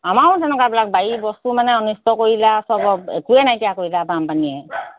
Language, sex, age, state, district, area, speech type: Assamese, female, 45-60, Assam, Golaghat, urban, conversation